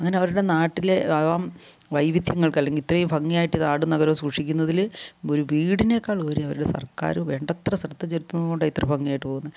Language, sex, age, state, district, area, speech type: Malayalam, female, 60+, Kerala, Kasaragod, rural, spontaneous